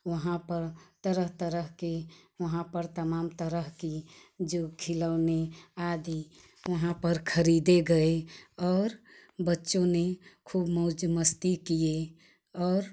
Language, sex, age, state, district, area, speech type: Hindi, female, 45-60, Uttar Pradesh, Ghazipur, rural, spontaneous